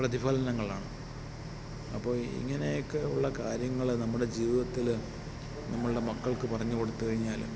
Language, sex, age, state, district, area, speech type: Malayalam, male, 45-60, Kerala, Alappuzha, urban, spontaneous